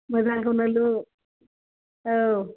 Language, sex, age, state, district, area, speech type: Bodo, female, 30-45, Assam, Udalguri, rural, conversation